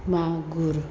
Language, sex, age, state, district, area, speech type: Bodo, female, 60+, Assam, Chirang, rural, spontaneous